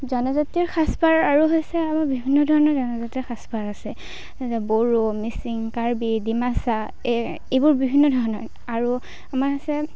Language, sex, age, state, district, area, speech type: Assamese, female, 18-30, Assam, Kamrup Metropolitan, rural, spontaneous